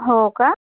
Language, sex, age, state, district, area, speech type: Marathi, female, 30-45, Maharashtra, Thane, urban, conversation